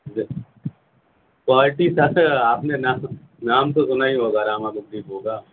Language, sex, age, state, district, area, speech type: Urdu, male, 60+, Uttar Pradesh, Shahjahanpur, rural, conversation